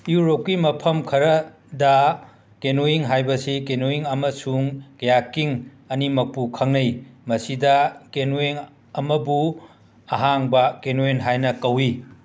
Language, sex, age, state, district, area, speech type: Manipuri, male, 60+, Manipur, Imphal West, urban, read